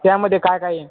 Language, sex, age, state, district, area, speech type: Marathi, male, 18-30, Maharashtra, Jalna, urban, conversation